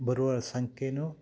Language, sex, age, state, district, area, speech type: Kannada, male, 45-60, Karnataka, Kolar, urban, spontaneous